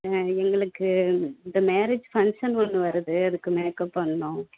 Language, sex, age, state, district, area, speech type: Tamil, female, 30-45, Tamil Nadu, Thanjavur, urban, conversation